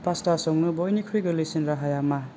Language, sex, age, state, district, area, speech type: Bodo, male, 18-30, Assam, Kokrajhar, rural, read